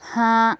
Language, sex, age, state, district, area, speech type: Urdu, female, 18-30, Telangana, Hyderabad, urban, read